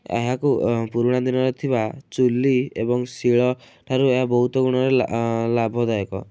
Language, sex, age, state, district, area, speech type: Odia, male, 18-30, Odisha, Kendujhar, urban, spontaneous